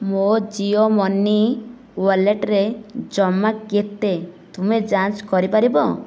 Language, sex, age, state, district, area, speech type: Odia, female, 30-45, Odisha, Nayagarh, rural, read